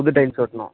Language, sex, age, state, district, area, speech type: Tamil, male, 30-45, Tamil Nadu, Namakkal, rural, conversation